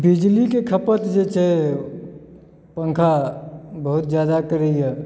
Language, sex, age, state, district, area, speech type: Maithili, male, 30-45, Bihar, Supaul, rural, spontaneous